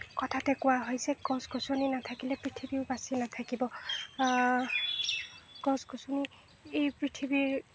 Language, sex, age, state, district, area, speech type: Assamese, female, 60+, Assam, Nagaon, rural, spontaneous